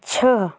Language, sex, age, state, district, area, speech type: Hindi, female, 30-45, Madhya Pradesh, Balaghat, rural, read